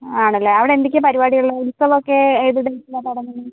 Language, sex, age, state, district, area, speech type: Malayalam, female, 45-60, Kerala, Wayanad, rural, conversation